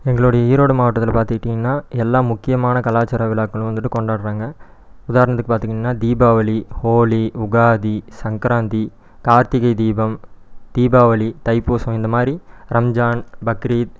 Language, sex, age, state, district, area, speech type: Tamil, male, 18-30, Tamil Nadu, Erode, rural, spontaneous